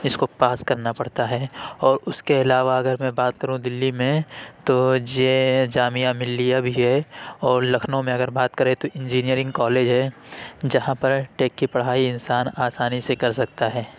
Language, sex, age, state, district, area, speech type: Urdu, male, 60+, Uttar Pradesh, Lucknow, rural, spontaneous